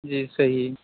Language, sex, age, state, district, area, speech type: Urdu, male, 18-30, Delhi, South Delhi, urban, conversation